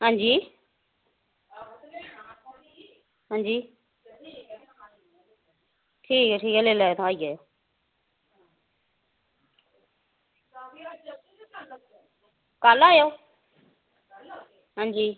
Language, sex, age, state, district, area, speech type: Dogri, female, 30-45, Jammu and Kashmir, Samba, rural, conversation